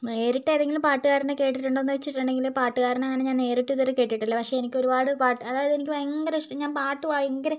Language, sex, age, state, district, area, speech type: Malayalam, female, 45-60, Kerala, Kozhikode, urban, spontaneous